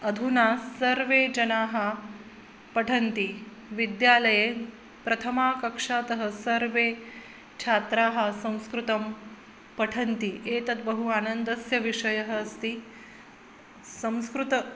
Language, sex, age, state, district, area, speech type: Sanskrit, female, 30-45, Maharashtra, Akola, urban, spontaneous